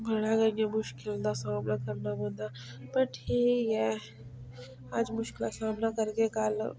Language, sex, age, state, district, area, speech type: Dogri, female, 30-45, Jammu and Kashmir, Udhampur, rural, spontaneous